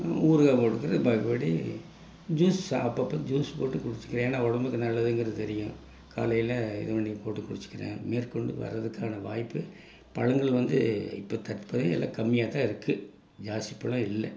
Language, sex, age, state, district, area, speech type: Tamil, male, 60+, Tamil Nadu, Tiruppur, rural, spontaneous